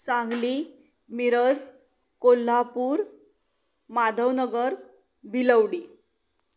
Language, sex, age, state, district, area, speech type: Marathi, female, 45-60, Maharashtra, Sangli, rural, spontaneous